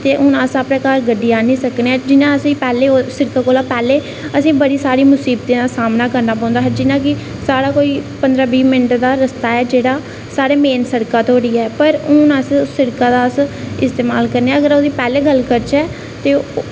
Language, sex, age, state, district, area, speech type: Dogri, female, 18-30, Jammu and Kashmir, Reasi, rural, spontaneous